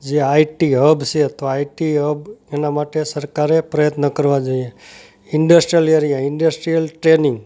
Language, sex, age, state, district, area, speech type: Gujarati, male, 45-60, Gujarat, Rajkot, rural, spontaneous